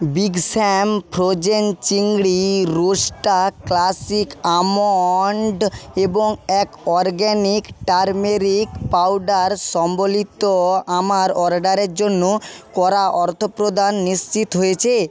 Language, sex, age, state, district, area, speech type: Bengali, male, 18-30, West Bengal, Jhargram, rural, read